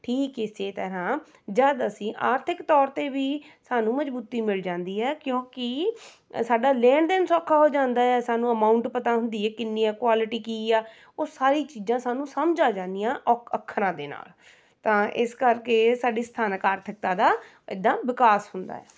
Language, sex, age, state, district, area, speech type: Punjabi, female, 30-45, Punjab, Rupnagar, urban, spontaneous